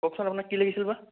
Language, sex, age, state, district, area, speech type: Assamese, male, 18-30, Assam, Sonitpur, rural, conversation